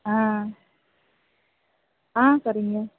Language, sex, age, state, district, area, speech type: Tamil, female, 45-60, Tamil Nadu, Perambalur, rural, conversation